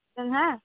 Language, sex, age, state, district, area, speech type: Bodo, female, 18-30, Assam, Kokrajhar, rural, conversation